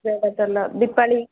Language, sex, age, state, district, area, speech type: Odia, female, 18-30, Odisha, Ganjam, urban, conversation